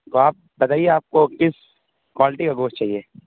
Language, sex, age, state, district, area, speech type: Urdu, male, 18-30, Uttar Pradesh, Saharanpur, urban, conversation